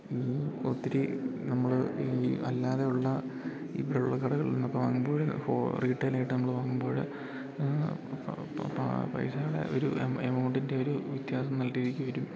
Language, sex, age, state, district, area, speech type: Malayalam, male, 18-30, Kerala, Idukki, rural, spontaneous